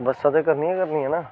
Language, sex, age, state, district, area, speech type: Dogri, male, 30-45, Jammu and Kashmir, Jammu, urban, spontaneous